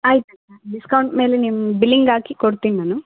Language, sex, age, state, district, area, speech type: Kannada, female, 18-30, Karnataka, Vijayanagara, rural, conversation